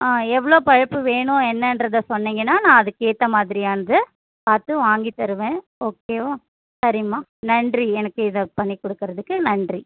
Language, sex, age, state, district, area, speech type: Tamil, female, 30-45, Tamil Nadu, Kanchipuram, urban, conversation